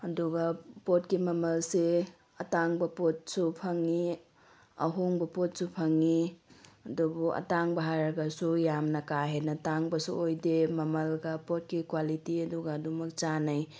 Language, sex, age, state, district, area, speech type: Manipuri, female, 18-30, Manipur, Tengnoupal, rural, spontaneous